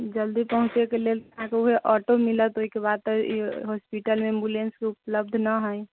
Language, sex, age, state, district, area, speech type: Maithili, female, 30-45, Bihar, Sitamarhi, rural, conversation